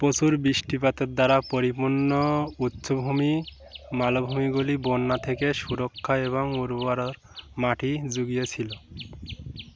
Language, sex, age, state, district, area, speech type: Bengali, male, 18-30, West Bengal, Uttar Dinajpur, urban, read